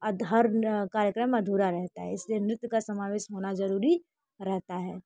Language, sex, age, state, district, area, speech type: Hindi, female, 30-45, Uttar Pradesh, Bhadohi, rural, spontaneous